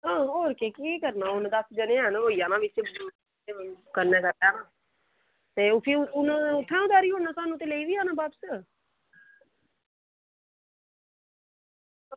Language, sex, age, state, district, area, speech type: Dogri, female, 18-30, Jammu and Kashmir, Samba, rural, conversation